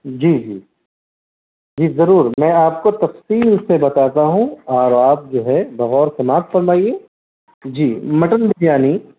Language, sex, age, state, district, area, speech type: Urdu, male, 30-45, Bihar, Gaya, urban, conversation